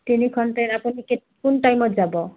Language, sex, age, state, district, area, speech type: Assamese, female, 30-45, Assam, Udalguri, rural, conversation